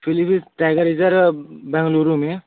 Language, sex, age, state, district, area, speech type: Hindi, male, 18-30, Uttar Pradesh, Varanasi, rural, conversation